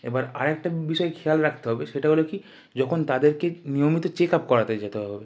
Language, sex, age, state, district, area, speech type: Bengali, male, 18-30, West Bengal, North 24 Parganas, urban, spontaneous